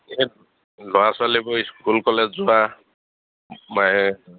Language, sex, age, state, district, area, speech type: Assamese, male, 45-60, Assam, Lakhimpur, rural, conversation